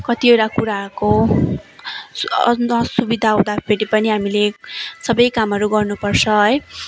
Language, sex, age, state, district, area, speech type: Nepali, female, 18-30, West Bengal, Darjeeling, rural, spontaneous